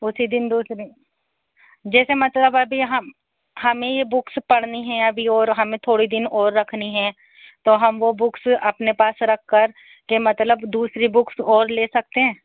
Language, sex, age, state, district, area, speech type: Urdu, female, 30-45, Delhi, North East Delhi, urban, conversation